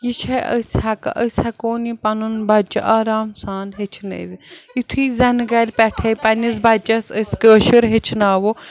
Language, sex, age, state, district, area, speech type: Kashmiri, female, 30-45, Jammu and Kashmir, Srinagar, urban, spontaneous